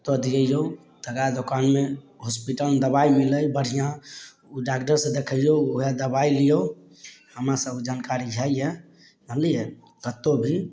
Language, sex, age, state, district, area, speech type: Maithili, male, 18-30, Bihar, Samastipur, rural, spontaneous